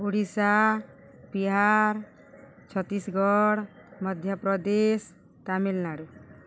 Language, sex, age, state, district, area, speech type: Odia, female, 60+, Odisha, Balangir, urban, spontaneous